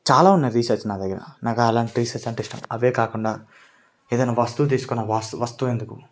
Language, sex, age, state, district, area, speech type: Telugu, male, 18-30, Andhra Pradesh, Srikakulam, urban, spontaneous